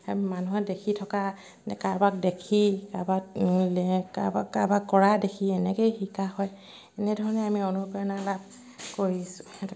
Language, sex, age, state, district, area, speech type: Assamese, female, 30-45, Assam, Sivasagar, rural, spontaneous